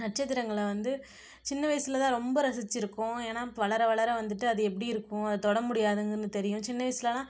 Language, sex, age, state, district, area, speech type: Tamil, female, 18-30, Tamil Nadu, Perambalur, urban, spontaneous